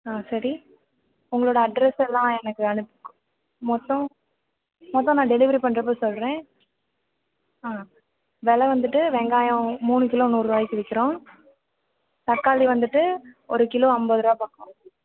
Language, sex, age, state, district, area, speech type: Tamil, female, 18-30, Tamil Nadu, Perambalur, rural, conversation